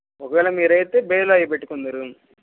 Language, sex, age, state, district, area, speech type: Telugu, male, 18-30, Andhra Pradesh, Guntur, rural, conversation